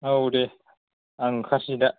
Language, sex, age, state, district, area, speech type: Bodo, male, 30-45, Assam, Kokrajhar, rural, conversation